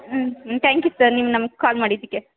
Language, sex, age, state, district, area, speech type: Kannada, female, 18-30, Karnataka, Chamarajanagar, rural, conversation